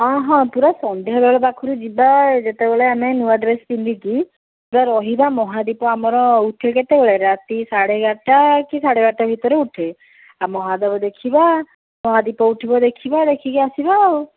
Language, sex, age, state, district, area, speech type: Odia, female, 60+, Odisha, Jajpur, rural, conversation